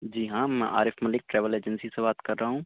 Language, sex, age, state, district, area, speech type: Urdu, male, 18-30, Uttar Pradesh, Shahjahanpur, rural, conversation